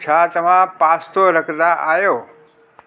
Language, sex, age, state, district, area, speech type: Sindhi, male, 60+, Delhi, South Delhi, urban, read